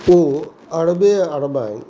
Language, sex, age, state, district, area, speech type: Maithili, male, 60+, Bihar, Purnia, urban, spontaneous